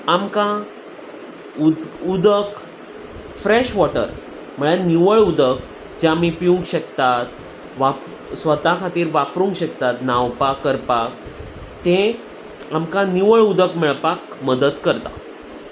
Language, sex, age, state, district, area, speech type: Goan Konkani, male, 30-45, Goa, Salcete, urban, spontaneous